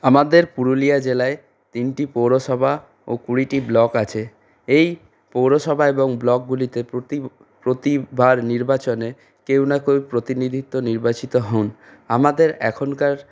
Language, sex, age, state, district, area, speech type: Bengali, male, 45-60, West Bengal, Purulia, urban, spontaneous